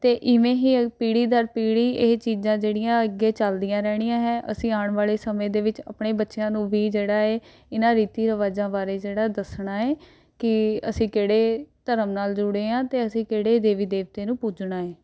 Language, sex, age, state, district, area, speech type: Punjabi, female, 18-30, Punjab, Rupnagar, urban, spontaneous